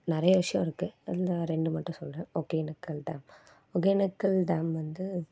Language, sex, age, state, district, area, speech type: Tamil, female, 18-30, Tamil Nadu, Coimbatore, rural, spontaneous